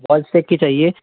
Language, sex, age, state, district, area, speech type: Hindi, male, 18-30, Madhya Pradesh, Jabalpur, urban, conversation